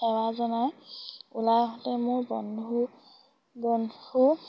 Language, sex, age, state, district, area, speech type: Assamese, female, 18-30, Assam, Sivasagar, rural, spontaneous